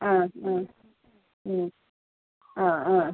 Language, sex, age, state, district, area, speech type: Malayalam, female, 45-60, Kerala, Thiruvananthapuram, rural, conversation